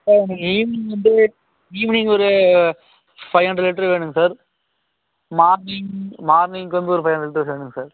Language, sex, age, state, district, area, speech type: Tamil, male, 18-30, Tamil Nadu, Coimbatore, rural, conversation